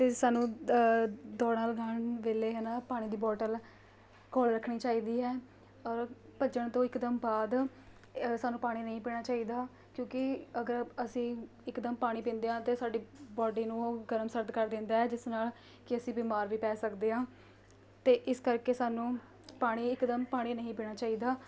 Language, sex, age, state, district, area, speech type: Punjabi, female, 18-30, Punjab, Mohali, rural, spontaneous